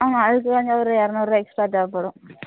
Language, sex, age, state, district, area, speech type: Tamil, female, 18-30, Tamil Nadu, Thoothukudi, rural, conversation